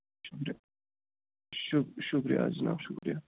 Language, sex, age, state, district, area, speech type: Kashmiri, male, 18-30, Jammu and Kashmir, Anantnag, rural, conversation